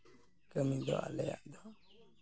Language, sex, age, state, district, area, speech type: Santali, male, 45-60, West Bengal, Malda, rural, spontaneous